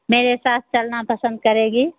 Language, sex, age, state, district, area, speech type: Hindi, female, 45-60, Bihar, Begusarai, rural, conversation